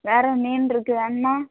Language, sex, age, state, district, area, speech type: Tamil, female, 18-30, Tamil Nadu, Thoothukudi, rural, conversation